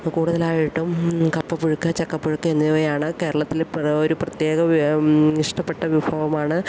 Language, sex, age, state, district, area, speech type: Malayalam, female, 30-45, Kerala, Idukki, rural, spontaneous